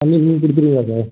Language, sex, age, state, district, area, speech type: Tamil, male, 18-30, Tamil Nadu, Tiruchirappalli, rural, conversation